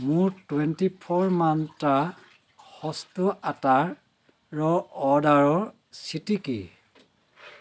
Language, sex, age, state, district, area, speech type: Assamese, male, 30-45, Assam, Dhemaji, urban, read